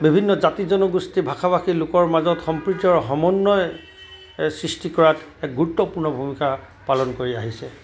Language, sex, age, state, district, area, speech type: Assamese, male, 45-60, Assam, Charaideo, urban, spontaneous